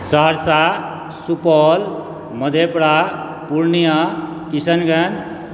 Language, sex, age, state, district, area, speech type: Maithili, male, 45-60, Bihar, Supaul, rural, spontaneous